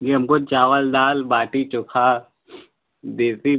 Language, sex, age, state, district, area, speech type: Hindi, male, 18-30, Uttar Pradesh, Chandauli, urban, conversation